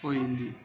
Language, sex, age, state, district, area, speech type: Telugu, male, 18-30, Andhra Pradesh, Nellore, urban, spontaneous